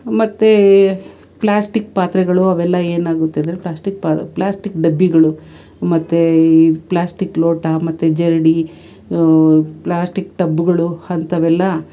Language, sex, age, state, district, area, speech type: Kannada, female, 45-60, Karnataka, Bangalore Urban, urban, spontaneous